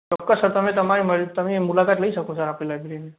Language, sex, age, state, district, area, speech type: Gujarati, male, 45-60, Gujarat, Mehsana, rural, conversation